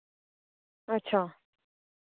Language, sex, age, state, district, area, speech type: Dogri, female, 30-45, Jammu and Kashmir, Udhampur, urban, conversation